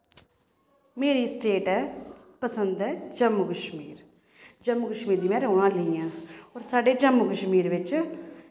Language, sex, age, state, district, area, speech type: Dogri, female, 30-45, Jammu and Kashmir, Samba, rural, spontaneous